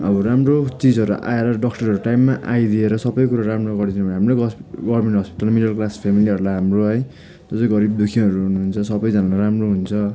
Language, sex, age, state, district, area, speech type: Nepali, male, 30-45, West Bengal, Darjeeling, rural, spontaneous